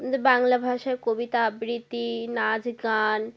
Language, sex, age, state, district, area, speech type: Bengali, female, 18-30, West Bengal, North 24 Parganas, rural, spontaneous